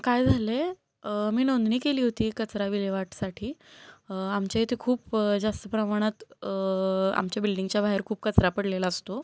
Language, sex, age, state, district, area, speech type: Marathi, female, 18-30, Maharashtra, Satara, urban, spontaneous